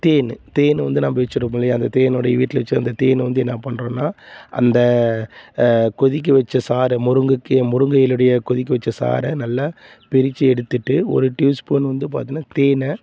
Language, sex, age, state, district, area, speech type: Tamil, male, 30-45, Tamil Nadu, Salem, rural, spontaneous